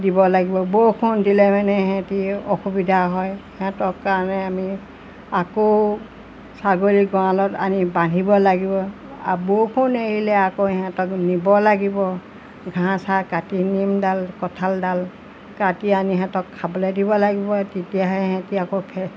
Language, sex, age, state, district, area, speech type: Assamese, female, 60+, Assam, Golaghat, urban, spontaneous